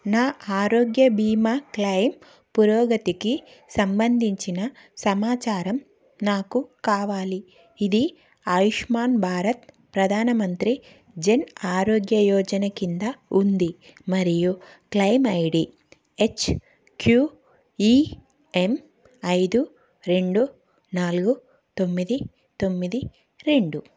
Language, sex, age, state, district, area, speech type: Telugu, female, 30-45, Telangana, Karimnagar, urban, read